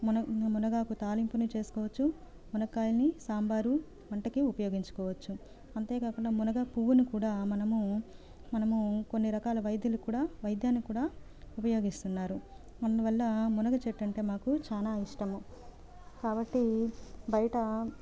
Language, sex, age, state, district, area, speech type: Telugu, female, 30-45, Andhra Pradesh, Sri Balaji, rural, spontaneous